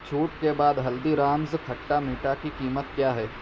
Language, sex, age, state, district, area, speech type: Urdu, male, 18-30, Maharashtra, Nashik, urban, read